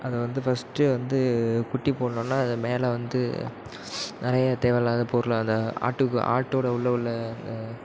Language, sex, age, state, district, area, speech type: Tamil, male, 18-30, Tamil Nadu, Nagapattinam, rural, spontaneous